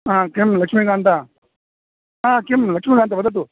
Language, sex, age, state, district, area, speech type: Sanskrit, male, 45-60, Andhra Pradesh, Kurnool, urban, conversation